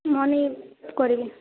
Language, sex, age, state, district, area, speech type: Odia, female, 18-30, Odisha, Malkangiri, urban, conversation